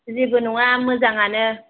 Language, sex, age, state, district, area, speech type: Bodo, female, 30-45, Assam, Kokrajhar, rural, conversation